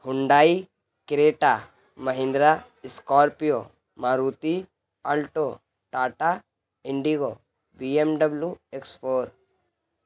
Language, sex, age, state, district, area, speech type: Urdu, male, 18-30, Bihar, Gaya, urban, spontaneous